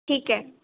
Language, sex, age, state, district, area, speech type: Marathi, female, 18-30, Maharashtra, Sindhudurg, rural, conversation